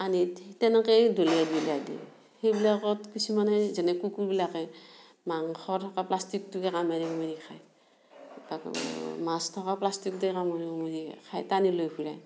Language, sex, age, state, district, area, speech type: Assamese, female, 60+, Assam, Darrang, rural, spontaneous